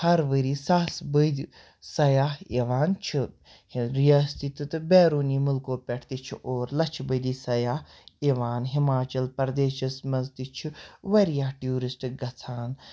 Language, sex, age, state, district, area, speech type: Kashmiri, male, 30-45, Jammu and Kashmir, Baramulla, urban, spontaneous